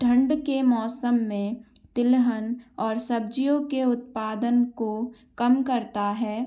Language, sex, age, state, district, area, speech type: Hindi, female, 18-30, Madhya Pradesh, Gwalior, urban, spontaneous